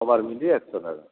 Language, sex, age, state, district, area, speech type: Bengali, male, 60+, West Bengal, Nadia, rural, conversation